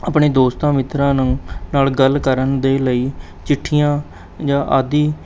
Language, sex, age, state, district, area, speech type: Punjabi, male, 18-30, Punjab, Mohali, urban, spontaneous